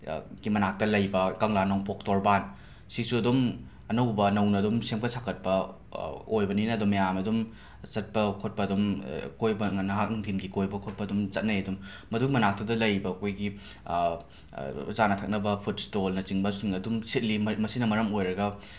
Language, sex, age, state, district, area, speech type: Manipuri, male, 18-30, Manipur, Imphal West, urban, spontaneous